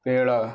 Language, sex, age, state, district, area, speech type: Urdu, male, 45-60, Bihar, Gaya, rural, spontaneous